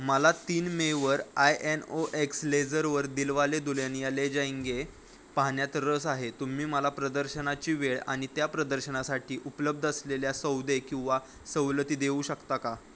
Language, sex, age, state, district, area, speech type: Marathi, male, 18-30, Maharashtra, Ratnagiri, rural, read